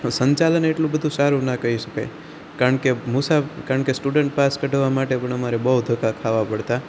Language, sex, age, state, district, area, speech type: Gujarati, male, 18-30, Gujarat, Rajkot, rural, spontaneous